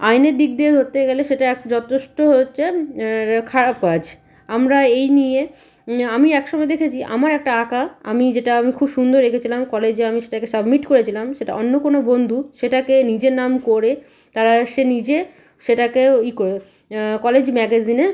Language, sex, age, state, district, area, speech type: Bengali, female, 30-45, West Bengal, Malda, rural, spontaneous